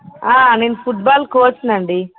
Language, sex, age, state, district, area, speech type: Telugu, female, 45-60, Andhra Pradesh, Visakhapatnam, urban, conversation